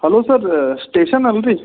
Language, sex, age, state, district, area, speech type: Kannada, male, 30-45, Karnataka, Belgaum, rural, conversation